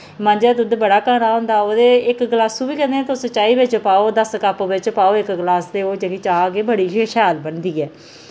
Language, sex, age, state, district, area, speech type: Dogri, female, 30-45, Jammu and Kashmir, Jammu, rural, spontaneous